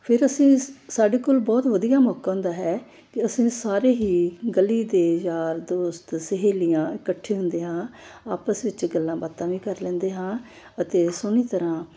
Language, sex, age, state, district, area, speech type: Punjabi, female, 60+, Punjab, Amritsar, urban, spontaneous